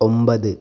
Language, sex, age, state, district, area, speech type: Malayalam, male, 18-30, Kerala, Kozhikode, urban, read